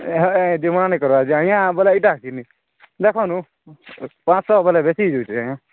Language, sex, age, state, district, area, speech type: Odia, male, 18-30, Odisha, Kalahandi, rural, conversation